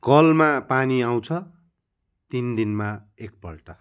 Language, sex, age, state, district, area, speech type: Nepali, male, 45-60, West Bengal, Kalimpong, rural, spontaneous